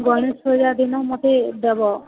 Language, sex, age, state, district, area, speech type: Odia, female, 45-60, Odisha, Boudh, rural, conversation